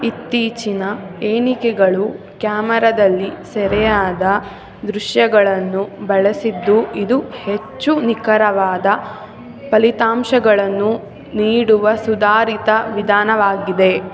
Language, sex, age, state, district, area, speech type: Kannada, female, 18-30, Karnataka, Mysore, urban, read